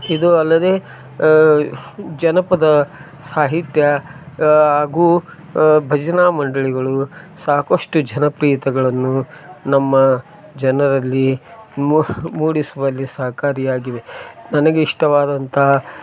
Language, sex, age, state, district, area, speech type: Kannada, male, 45-60, Karnataka, Koppal, rural, spontaneous